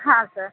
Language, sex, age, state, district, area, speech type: Kannada, female, 30-45, Karnataka, Koppal, rural, conversation